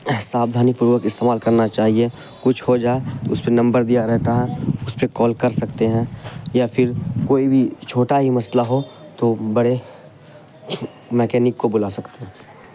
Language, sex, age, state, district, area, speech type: Urdu, male, 18-30, Bihar, Khagaria, rural, spontaneous